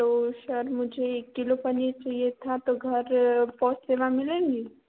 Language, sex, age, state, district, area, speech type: Hindi, female, 30-45, Madhya Pradesh, Betul, urban, conversation